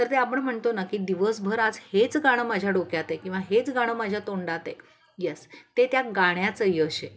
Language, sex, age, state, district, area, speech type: Marathi, female, 45-60, Maharashtra, Kolhapur, urban, spontaneous